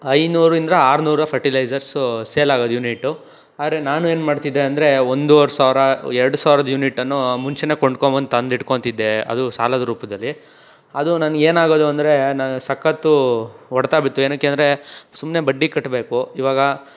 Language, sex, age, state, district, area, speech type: Kannada, male, 18-30, Karnataka, Tumkur, rural, spontaneous